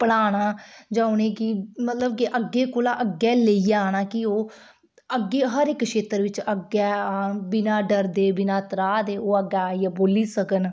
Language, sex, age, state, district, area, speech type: Dogri, female, 18-30, Jammu and Kashmir, Udhampur, rural, spontaneous